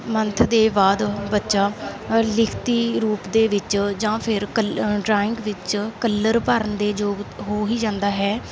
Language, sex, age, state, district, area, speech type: Punjabi, female, 18-30, Punjab, Mansa, rural, spontaneous